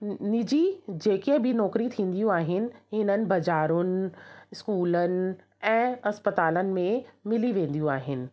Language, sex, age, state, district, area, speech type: Sindhi, female, 30-45, Delhi, South Delhi, urban, spontaneous